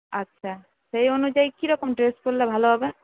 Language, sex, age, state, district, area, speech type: Bengali, female, 18-30, West Bengal, Purulia, urban, conversation